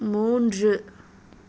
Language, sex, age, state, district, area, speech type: Tamil, female, 18-30, Tamil Nadu, Thoothukudi, urban, read